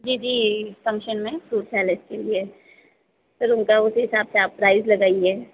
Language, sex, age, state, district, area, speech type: Hindi, female, 30-45, Uttar Pradesh, Sitapur, rural, conversation